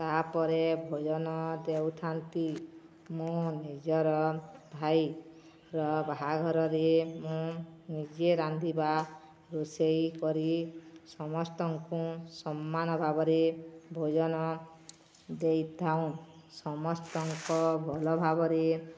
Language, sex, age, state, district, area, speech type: Odia, female, 45-60, Odisha, Balangir, urban, spontaneous